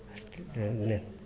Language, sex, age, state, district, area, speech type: Kannada, male, 60+, Karnataka, Mysore, urban, spontaneous